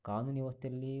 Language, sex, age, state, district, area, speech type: Kannada, male, 60+, Karnataka, Shimoga, rural, spontaneous